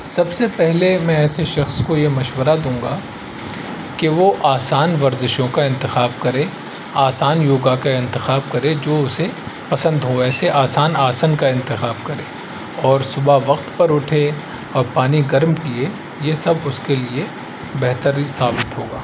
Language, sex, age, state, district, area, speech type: Urdu, male, 30-45, Uttar Pradesh, Aligarh, urban, spontaneous